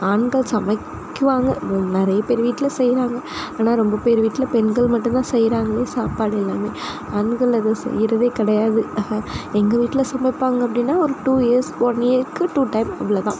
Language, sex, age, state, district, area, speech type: Tamil, female, 45-60, Tamil Nadu, Sivaganga, rural, spontaneous